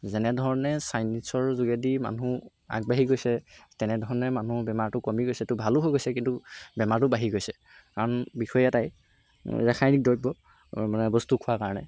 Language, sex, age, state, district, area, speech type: Assamese, male, 18-30, Assam, Golaghat, urban, spontaneous